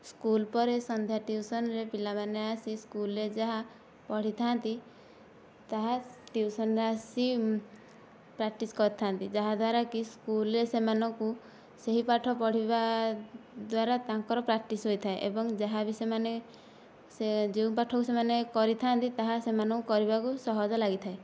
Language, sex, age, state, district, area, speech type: Odia, female, 18-30, Odisha, Nayagarh, rural, spontaneous